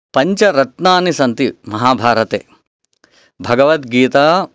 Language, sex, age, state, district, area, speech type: Sanskrit, male, 30-45, Karnataka, Chikkaballapur, urban, spontaneous